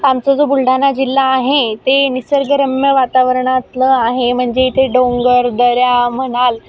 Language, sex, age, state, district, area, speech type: Marathi, female, 18-30, Maharashtra, Buldhana, rural, spontaneous